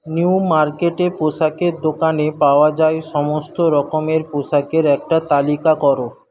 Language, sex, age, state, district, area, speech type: Bengali, male, 18-30, West Bengal, Paschim Medinipur, rural, read